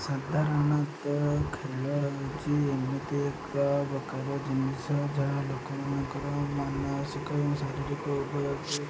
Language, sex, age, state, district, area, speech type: Odia, male, 18-30, Odisha, Jagatsinghpur, rural, spontaneous